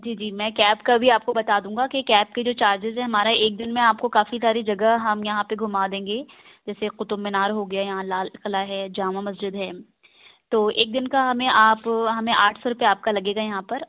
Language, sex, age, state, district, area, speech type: Urdu, female, 30-45, Delhi, South Delhi, urban, conversation